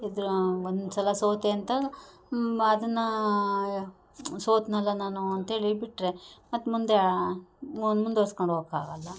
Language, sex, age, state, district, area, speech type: Kannada, female, 30-45, Karnataka, Chikkamagaluru, rural, spontaneous